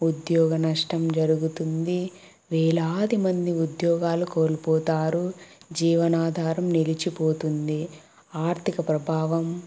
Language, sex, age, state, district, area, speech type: Telugu, female, 18-30, Andhra Pradesh, Kadapa, rural, spontaneous